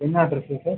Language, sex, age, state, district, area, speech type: Tamil, male, 18-30, Tamil Nadu, Viluppuram, urban, conversation